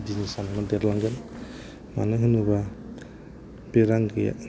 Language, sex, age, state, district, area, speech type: Bodo, male, 30-45, Assam, Kokrajhar, rural, spontaneous